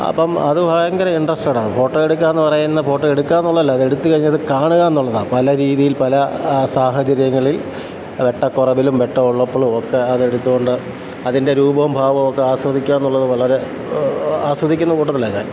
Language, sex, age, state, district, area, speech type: Malayalam, male, 45-60, Kerala, Kottayam, urban, spontaneous